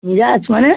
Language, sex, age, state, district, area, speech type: Bengali, male, 18-30, West Bengal, Hooghly, urban, conversation